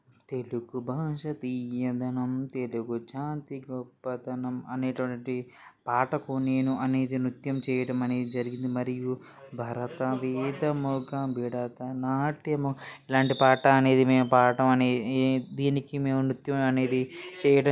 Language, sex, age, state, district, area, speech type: Telugu, male, 18-30, Andhra Pradesh, Srikakulam, urban, spontaneous